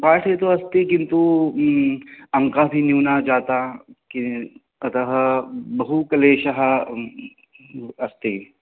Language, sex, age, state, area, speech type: Sanskrit, male, 18-30, Haryana, rural, conversation